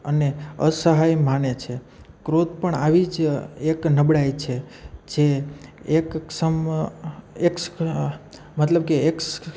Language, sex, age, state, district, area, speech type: Gujarati, male, 30-45, Gujarat, Rajkot, urban, spontaneous